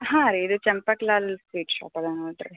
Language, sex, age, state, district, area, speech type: Kannada, female, 18-30, Karnataka, Gulbarga, urban, conversation